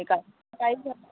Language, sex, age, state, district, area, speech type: Assamese, female, 30-45, Assam, Dhemaji, rural, conversation